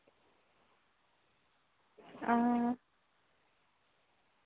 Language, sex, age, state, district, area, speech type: Dogri, female, 18-30, Jammu and Kashmir, Reasi, rural, conversation